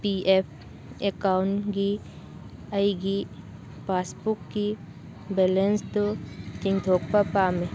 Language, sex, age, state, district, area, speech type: Manipuri, female, 45-60, Manipur, Churachandpur, urban, read